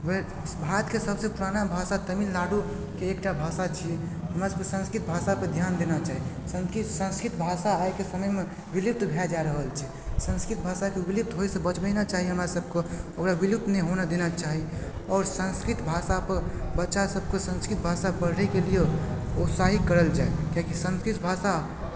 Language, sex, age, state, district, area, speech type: Maithili, male, 18-30, Bihar, Supaul, rural, spontaneous